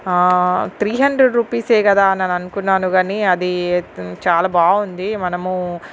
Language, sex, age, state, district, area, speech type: Telugu, female, 45-60, Andhra Pradesh, Srikakulam, urban, spontaneous